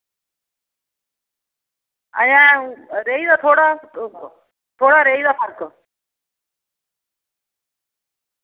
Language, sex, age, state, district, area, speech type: Dogri, female, 60+, Jammu and Kashmir, Reasi, rural, conversation